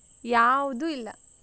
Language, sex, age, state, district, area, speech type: Kannada, female, 18-30, Karnataka, Tumkur, rural, spontaneous